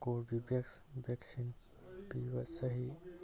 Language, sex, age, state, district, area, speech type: Manipuri, male, 18-30, Manipur, Kangpokpi, urban, read